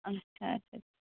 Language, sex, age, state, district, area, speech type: Kashmiri, female, 18-30, Jammu and Kashmir, Kupwara, rural, conversation